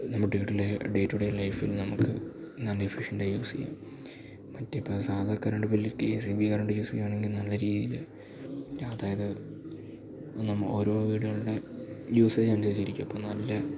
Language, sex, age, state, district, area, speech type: Malayalam, male, 18-30, Kerala, Idukki, rural, spontaneous